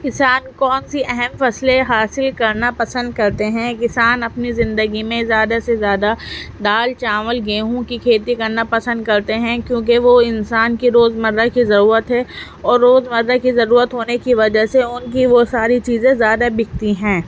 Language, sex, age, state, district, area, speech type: Urdu, female, 18-30, Delhi, Central Delhi, urban, spontaneous